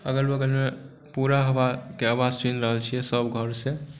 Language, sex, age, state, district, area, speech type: Maithili, male, 18-30, Bihar, Supaul, rural, spontaneous